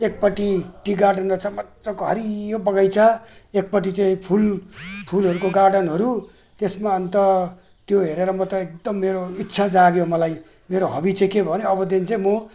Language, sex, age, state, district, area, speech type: Nepali, male, 60+, West Bengal, Jalpaiguri, rural, spontaneous